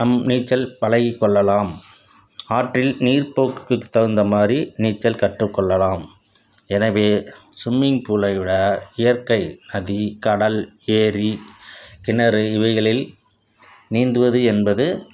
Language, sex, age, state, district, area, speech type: Tamil, male, 60+, Tamil Nadu, Tiruchirappalli, rural, spontaneous